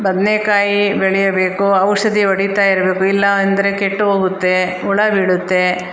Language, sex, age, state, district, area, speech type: Kannada, female, 45-60, Karnataka, Bangalore Rural, rural, spontaneous